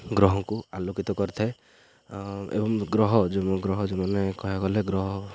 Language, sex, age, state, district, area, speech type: Odia, male, 30-45, Odisha, Ganjam, urban, spontaneous